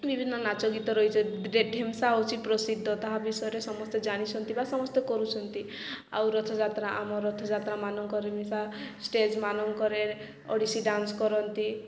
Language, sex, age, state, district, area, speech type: Odia, female, 18-30, Odisha, Koraput, urban, spontaneous